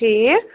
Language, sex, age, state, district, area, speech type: Kashmiri, female, 30-45, Jammu and Kashmir, Ganderbal, rural, conversation